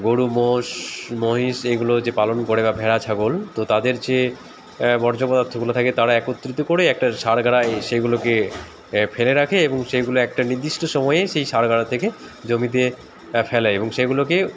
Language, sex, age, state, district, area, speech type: Bengali, male, 30-45, West Bengal, Dakshin Dinajpur, urban, spontaneous